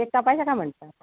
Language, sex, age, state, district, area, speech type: Marathi, female, 45-60, Maharashtra, Nagpur, urban, conversation